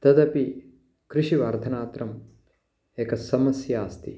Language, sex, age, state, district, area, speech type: Sanskrit, male, 60+, Telangana, Karimnagar, urban, spontaneous